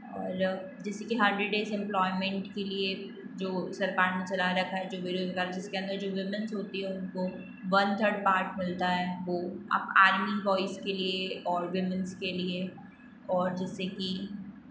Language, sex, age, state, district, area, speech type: Hindi, female, 18-30, Rajasthan, Jodhpur, urban, spontaneous